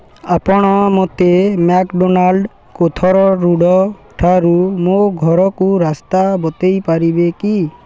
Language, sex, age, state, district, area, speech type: Odia, male, 18-30, Odisha, Balangir, urban, read